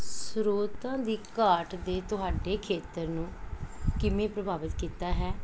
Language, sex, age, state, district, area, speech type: Punjabi, female, 45-60, Punjab, Pathankot, rural, spontaneous